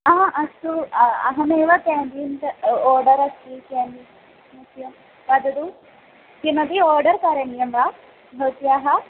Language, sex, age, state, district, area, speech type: Sanskrit, female, 18-30, Kerala, Malappuram, urban, conversation